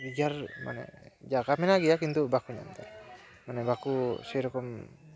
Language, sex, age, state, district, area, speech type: Santali, male, 18-30, West Bengal, Dakshin Dinajpur, rural, spontaneous